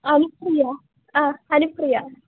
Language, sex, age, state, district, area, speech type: Malayalam, female, 18-30, Kerala, Idukki, rural, conversation